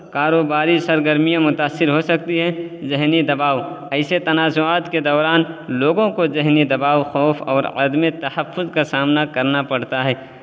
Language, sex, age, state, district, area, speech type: Urdu, male, 18-30, Uttar Pradesh, Balrampur, rural, spontaneous